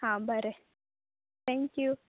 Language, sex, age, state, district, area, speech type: Goan Konkani, female, 18-30, Goa, Murmgao, rural, conversation